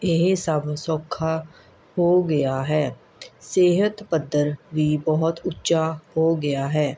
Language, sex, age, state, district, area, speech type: Punjabi, female, 30-45, Punjab, Mohali, urban, spontaneous